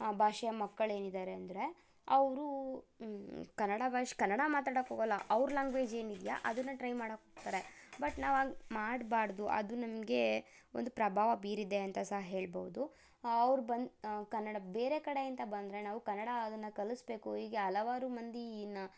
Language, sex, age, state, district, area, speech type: Kannada, female, 30-45, Karnataka, Tumkur, rural, spontaneous